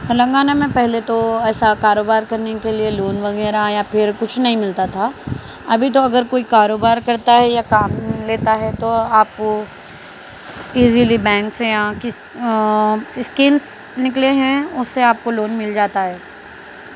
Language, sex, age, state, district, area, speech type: Urdu, female, 18-30, Telangana, Hyderabad, urban, spontaneous